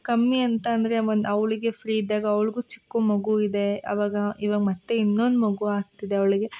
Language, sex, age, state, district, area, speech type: Kannada, female, 18-30, Karnataka, Hassan, urban, spontaneous